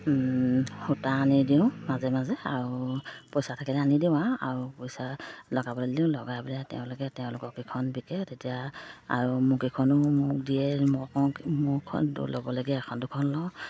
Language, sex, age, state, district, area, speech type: Assamese, female, 30-45, Assam, Sivasagar, rural, spontaneous